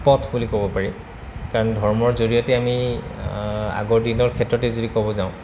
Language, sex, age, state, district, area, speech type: Assamese, male, 30-45, Assam, Goalpara, urban, spontaneous